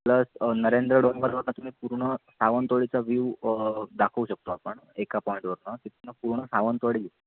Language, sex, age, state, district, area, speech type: Marathi, male, 18-30, Maharashtra, Sindhudurg, rural, conversation